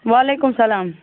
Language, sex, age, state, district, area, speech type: Kashmiri, female, 30-45, Jammu and Kashmir, Baramulla, rural, conversation